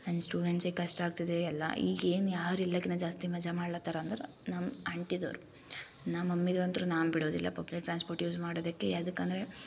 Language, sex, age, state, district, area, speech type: Kannada, female, 18-30, Karnataka, Gulbarga, urban, spontaneous